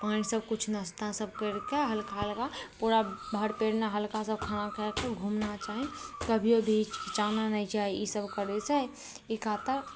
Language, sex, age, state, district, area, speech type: Maithili, female, 18-30, Bihar, Araria, rural, spontaneous